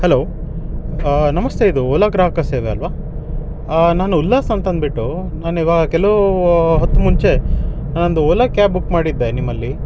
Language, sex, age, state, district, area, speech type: Kannada, male, 30-45, Karnataka, Chitradurga, rural, spontaneous